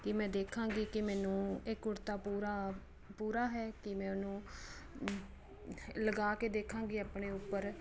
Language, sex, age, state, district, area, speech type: Punjabi, female, 30-45, Punjab, Ludhiana, urban, spontaneous